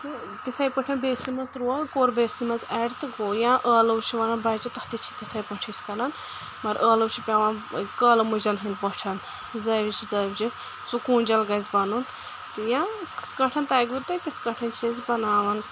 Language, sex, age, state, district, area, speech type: Kashmiri, female, 18-30, Jammu and Kashmir, Anantnag, rural, spontaneous